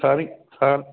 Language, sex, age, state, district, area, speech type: Punjabi, male, 60+, Punjab, Bathinda, rural, conversation